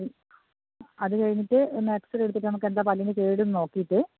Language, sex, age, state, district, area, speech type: Malayalam, female, 60+, Kerala, Wayanad, rural, conversation